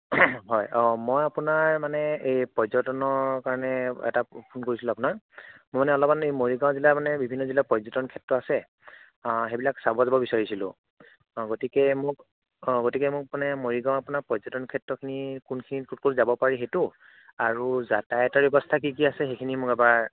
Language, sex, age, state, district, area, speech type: Assamese, male, 30-45, Assam, Morigaon, rural, conversation